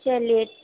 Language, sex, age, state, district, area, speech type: Urdu, female, 18-30, Uttar Pradesh, Gautam Buddha Nagar, urban, conversation